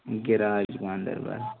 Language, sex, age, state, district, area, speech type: Kashmiri, male, 18-30, Jammu and Kashmir, Ganderbal, rural, conversation